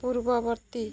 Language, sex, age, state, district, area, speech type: Odia, female, 30-45, Odisha, Balangir, urban, read